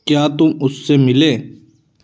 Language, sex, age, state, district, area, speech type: Hindi, male, 18-30, Uttar Pradesh, Jaunpur, urban, read